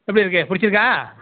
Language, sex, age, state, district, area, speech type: Tamil, male, 60+, Tamil Nadu, Nagapattinam, rural, conversation